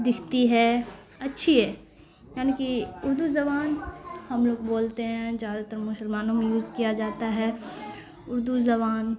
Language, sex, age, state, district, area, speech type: Urdu, female, 18-30, Bihar, Khagaria, rural, spontaneous